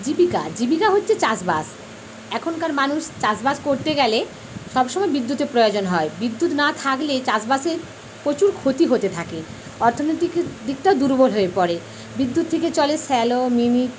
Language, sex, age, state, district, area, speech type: Bengali, female, 30-45, West Bengal, Paschim Medinipur, rural, spontaneous